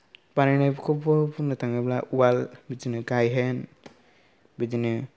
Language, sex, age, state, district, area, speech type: Bodo, male, 18-30, Assam, Kokrajhar, rural, spontaneous